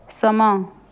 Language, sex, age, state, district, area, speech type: Punjabi, female, 30-45, Punjab, Fatehgarh Sahib, rural, read